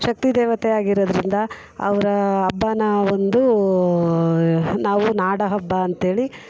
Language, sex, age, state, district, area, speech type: Kannada, female, 45-60, Karnataka, Mysore, urban, spontaneous